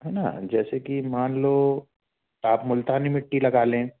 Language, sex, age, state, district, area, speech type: Hindi, male, 30-45, Madhya Pradesh, Jabalpur, urban, conversation